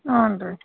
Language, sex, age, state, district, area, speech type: Kannada, female, 45-60, Karnataka, Chitradurga, rural, conversation